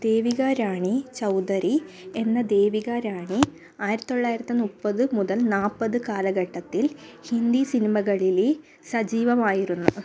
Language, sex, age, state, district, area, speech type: Malayalam, female, 30-45, Kerala, Kasaragod, rural, read